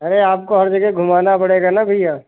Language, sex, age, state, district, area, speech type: Hindi, male, 30-45, Uttar Pradesh, Sitapur, rural, conversation